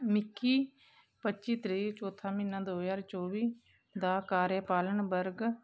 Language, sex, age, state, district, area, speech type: Dogri, female, 30-45, Jammu and Kashmir, Kathua, rural, read